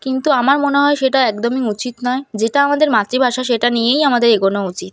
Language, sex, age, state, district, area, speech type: Bengali, female, 18-30, West Bengal, South 24 Parganas, rural, spontaneous